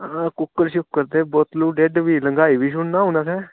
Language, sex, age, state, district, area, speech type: Dogri, male, 30-45, Jammu and Kashmir, Udhampur, rural, conversation